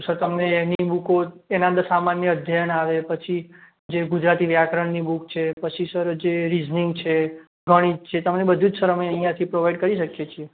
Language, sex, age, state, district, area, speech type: Gujarati, male, 45-60, Gujarat, Mehsana, rural, conversation